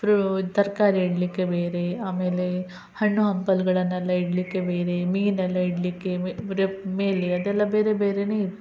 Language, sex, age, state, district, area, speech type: Kannada, female, 30-45, Karnataka, Udupi, rural, spontaneous